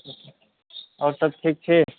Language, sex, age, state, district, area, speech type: Maithili, male, 30-45, Bihar, Sitamarhi, urban, conversation